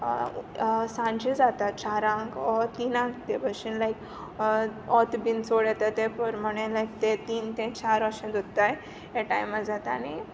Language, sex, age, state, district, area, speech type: Goan Konkani, female, 18-30, Goa, Tiswadi, rural, spontaneous